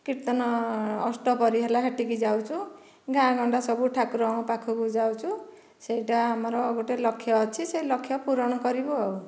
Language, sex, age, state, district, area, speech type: Odia, female, 45-60, Odisha, Dhenkanal, rural, spontaneous